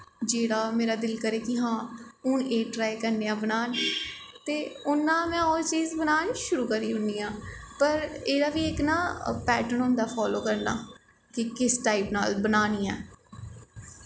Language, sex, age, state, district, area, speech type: Dogri, female, 18-30, Jammu and Kashmir, Jammu, urban, spontaneous